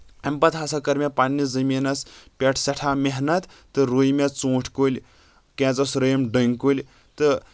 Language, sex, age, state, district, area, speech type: Kashmiri, male, 18-30, Jammu and Kashmir, Anantnag, rural, spontaneous